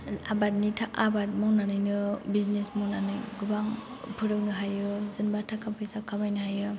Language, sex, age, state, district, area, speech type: Bodo, female, 18-30, Assam, Chirang, rural, spontaneous